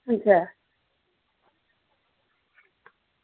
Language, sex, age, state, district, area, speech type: Dogri, female, 45-60, Jammu and Kashmir, Samba, rural, conversation